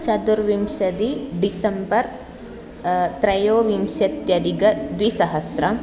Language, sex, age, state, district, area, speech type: Sanskrit, female, 18-30, Kerala, Thrissur, urban, spontaneous